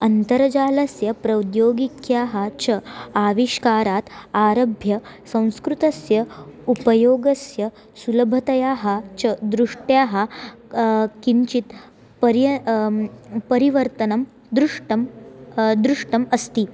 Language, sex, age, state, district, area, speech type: Sanskrit, female, 18-30, Maharashtra, Nagpur, urban, spontaneous